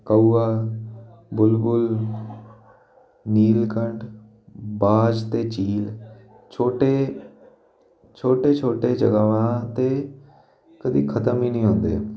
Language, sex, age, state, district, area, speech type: Punjabi, male, 18-30, Punjab, Jalandhar, urban, spontaneous